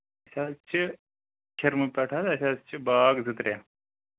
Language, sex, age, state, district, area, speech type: Kashmiri, male, 18-30, Jammu and Kashmir, Anantnag, rural, conversation